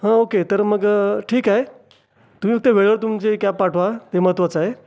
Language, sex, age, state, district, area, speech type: Marathi, male, 30-45, Maharashtra, Raigad, rural, spontaneous